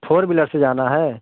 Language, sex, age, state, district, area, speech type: Hindi, male, 30-45, Uttar Pradesh, Prayagraj, urban, conversation